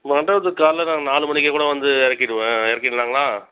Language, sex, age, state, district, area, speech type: Tamil, female, 18-30, Tamil Nadu, Cuddalore, rural, conversation